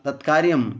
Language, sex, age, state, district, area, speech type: Sanskrit, male, 30-45, Telangana, Narayanpet, urban, spontaneous